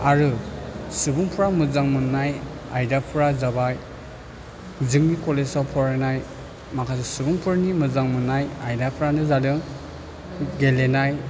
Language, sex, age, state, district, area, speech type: Bodo, male, 18-30, Assam, Chirang, urban, spontaneous